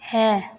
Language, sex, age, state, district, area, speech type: Punjabi, female, 18-30, Punjab, Fazilka, rural, read